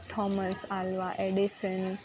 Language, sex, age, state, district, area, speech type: Gujarati, female, 18-30, Gujarat, Rajkot, rural, spontaneous